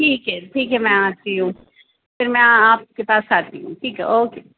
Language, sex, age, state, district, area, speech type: Urdu, female, 30-45, Uttar Pradesh, Rampur, urban, conversation